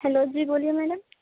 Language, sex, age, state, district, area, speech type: Urdu, female, 18-30, Telangana, Hyderabad, urban, conversation